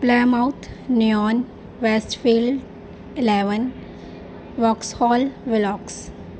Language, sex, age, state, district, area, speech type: Urdu, female, 18-30, Delhi, North East Delhi, urban, spontaneous